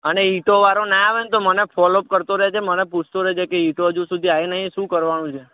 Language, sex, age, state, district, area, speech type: Gujarati, male, 18-30, Gujarat, Anand, urban, conversation